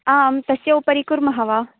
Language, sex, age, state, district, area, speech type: Sanskrit, female, 18-30, Karnataka, Bangalore Rural, urban, conversation